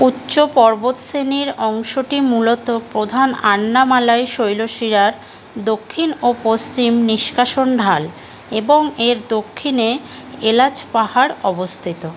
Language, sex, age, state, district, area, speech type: Bengali, female, 30-45, West Bengal, Howrah, urban, read